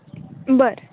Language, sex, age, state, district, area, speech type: Marathi, female, 18-30, Maharashtra, Nashik, urban, conversation